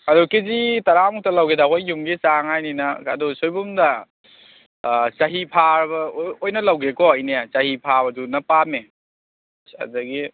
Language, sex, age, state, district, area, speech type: Manipuri, female, 45-60, Manipur, Kakching, rural, conversation